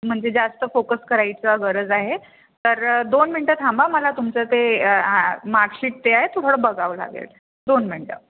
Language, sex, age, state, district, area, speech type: Marathi, female, 30-45, Maharashtra, Nagpur, urban, conversation